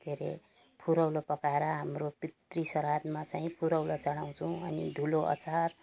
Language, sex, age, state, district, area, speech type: Nepali, female, 60+, West Bengal, Jalpaiguri, rural, spontaneous